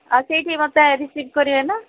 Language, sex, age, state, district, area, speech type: Odia, female, 30-45, Odisha, Rayagada, rural, conversation